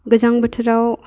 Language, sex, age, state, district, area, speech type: Bodo, female, 30-45, Assam, Udalguri, urban, spontaneous